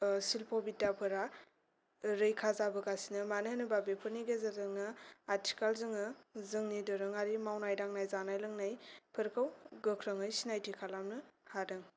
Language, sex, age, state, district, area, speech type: Bodo, female, 18-30, Assam, Kokrajhar, rural, spontaneous